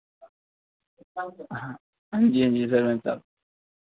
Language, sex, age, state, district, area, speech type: Dogri, male, 18-30, Jammu and Kashmir, Kathua, rural, conversation